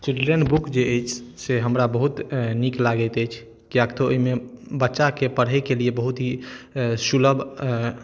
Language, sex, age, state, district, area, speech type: Maithili, male, 45-60, Bihar, Madhubani, urban, spontaneous